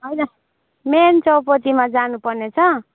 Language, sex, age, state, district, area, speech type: Nepali, female, 30-45, West Bengal, Alipurduar, urban, conversation